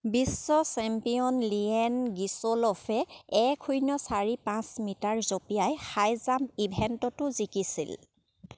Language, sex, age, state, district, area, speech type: Assamese, female, 30-45, Assam, Sivasagar, rural, read